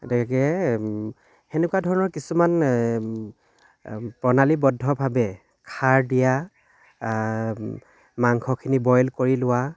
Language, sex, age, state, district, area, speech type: Assamese, male, 45-60, Assam, Dhemaji, rural, spontaneous